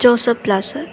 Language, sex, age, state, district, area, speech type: Tamil, female, 18-30, Tamil Nadu, Tirunelveli, rural, spontaneous